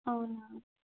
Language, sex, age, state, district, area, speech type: Telugu, female, 18-30, Telangana, Nalgonda, urban, conversation